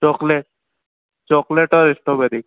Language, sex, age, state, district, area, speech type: Hindi, male, 18-30, Madhya Pradesh, Harda, urban, conversation